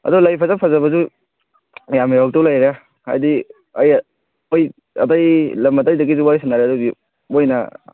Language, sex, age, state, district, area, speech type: Manipuri, male, 18-30, Manipur, Kangpokpi, urban, conversation